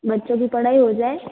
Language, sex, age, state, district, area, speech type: Hindi, female, 30-45, Rajasthan, Jodhpur, urban, conversation